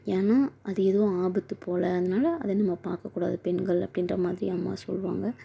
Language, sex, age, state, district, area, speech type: Tamil, female, 18-30, Tamil Nadu, Dharmapuri, rural, spontaneous